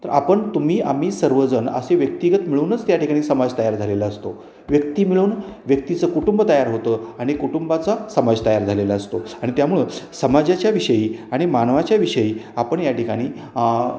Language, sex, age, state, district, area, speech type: Marathi, male, 60+, Maharashtra, Satara, urban, spontaneous